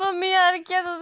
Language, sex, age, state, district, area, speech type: Dogri, female, 30-45, Jammu and Kashmir, Udhampur, rural, spontaneous